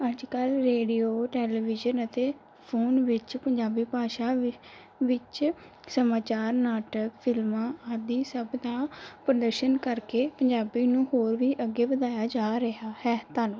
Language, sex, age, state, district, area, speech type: Punjabi, female, 18-30, Punjab, Pathankot, urban, spontaneous